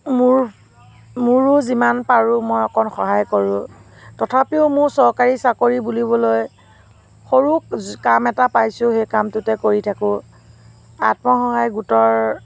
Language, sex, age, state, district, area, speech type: Assamese, female, 45-60, Assam, Nagaon, rural, spontaneous